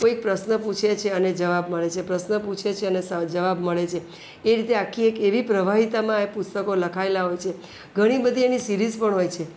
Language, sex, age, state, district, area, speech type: Gujarati, female, 45-60, Gujarat, Surat, urban, spontaneous